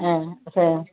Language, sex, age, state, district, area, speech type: Tamil, female, 60+, Tamil Nadu, Tiruppur, rural, conversation